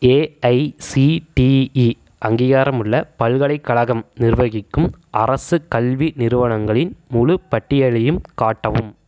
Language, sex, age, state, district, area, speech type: Tamil, male, 18-30, Tamil Nadu, Erode, rural, read